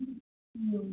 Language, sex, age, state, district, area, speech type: Manipuri, female, 30-45, Manipur, Kangpokpi, urban, conversation